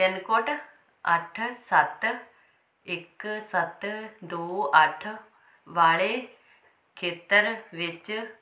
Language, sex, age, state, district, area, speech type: Punjabi, female, 45-60, Punjab, Hoshiarpur, rural, read